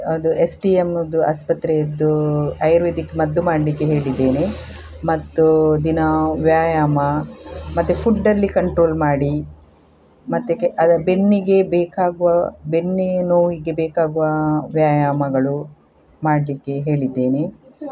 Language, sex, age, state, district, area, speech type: Kannada, female, 60+, Karnataka, Udupi, rural, spontaneous